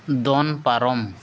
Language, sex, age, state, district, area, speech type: Santali, male, 30-45, Jharkhand, East Singhbhum, rural, read